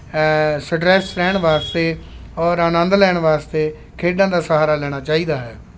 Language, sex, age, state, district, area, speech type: Punjabi, male, 45-60, Punjab, Shaheed Bhagat Singh Nagar, rural, spontaneous